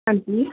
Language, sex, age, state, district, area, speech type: Punjabi, female, 30-45, Punjab, Pathankot, urban, conversation